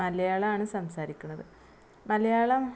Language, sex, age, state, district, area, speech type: Malayalam, female, 30-45, Kerala, Malappuram, rural, spontaneous